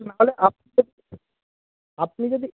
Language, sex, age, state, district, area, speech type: Bengali, male, 30-45, West Bengal, Paschim Medinipur, rural, conversation